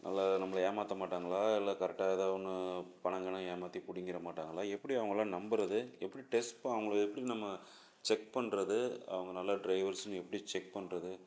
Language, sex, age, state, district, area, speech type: Tamil, male, 45-60, Tamil Nadu, Salem, urban, spontaneous